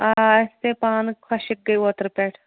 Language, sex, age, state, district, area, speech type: Kashmiri, female, 30-45, Jammu and Kashmir, Shopian, rural, conversation